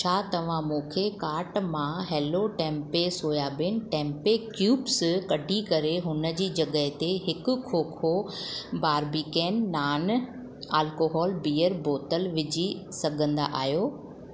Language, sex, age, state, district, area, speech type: Sindhi, female, 30-45, Gujarat, Ahmedabad, urban, read